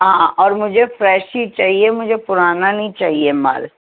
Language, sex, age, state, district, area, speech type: Urdu, female, 60+, Delhi, North East Delhi, urban, conversation